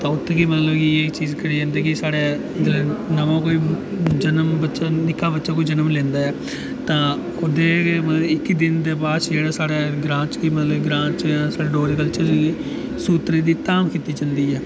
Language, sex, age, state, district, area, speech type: Dogri, male, 18-30, Jammu and Kashmir, Udhampur, urban, spontaneous